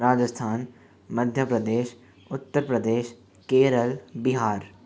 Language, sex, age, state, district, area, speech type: Hindi, male, 18-30, Rajasthan, Jaipur, urban, spontaneous